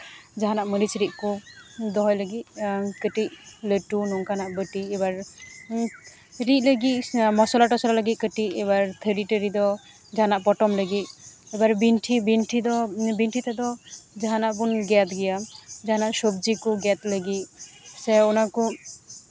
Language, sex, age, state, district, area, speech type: Santali, female, 18-30, West Bengal, Uttar Dinajpur, rural, spontaneous